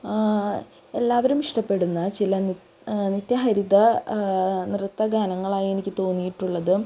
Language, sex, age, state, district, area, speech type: Malayalam, female, 18-30, Kerala, Thrissur, rural, spontaneous